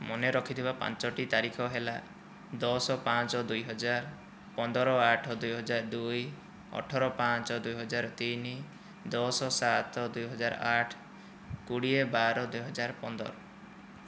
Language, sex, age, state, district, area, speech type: Odia, male, 45-60, Odisha, Kandhamal, rural, spontaneous